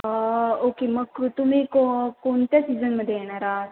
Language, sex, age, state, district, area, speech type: Marathi, female, 18-30, Maharashtra, Sindhudurg, urban, conversation